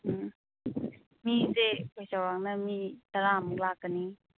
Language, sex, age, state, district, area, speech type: Manipuri, female, 45-60, Manipur, Imphal East, rural, conversation